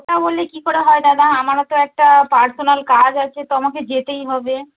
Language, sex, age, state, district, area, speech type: Bengali, female, 30-45, West Bengal, Darjeeling, rural, conversation